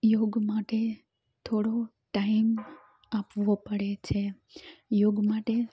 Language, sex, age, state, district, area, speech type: Gujarati, female, 30-45, Gujarat, Amreli, rural, spontaneous